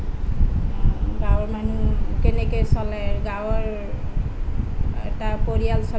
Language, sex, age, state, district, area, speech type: Assamese, female, 30-45, Assam, Sonitpur, rural, spontaneous